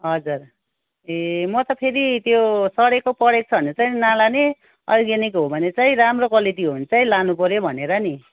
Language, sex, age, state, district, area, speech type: Nepali, female, 30-45, West Bengal, Darjeeling, rural, conversation